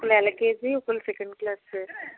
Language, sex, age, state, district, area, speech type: Telugu, female, 18-30, Andhra Pradesh, Anakapalli, urban, conversation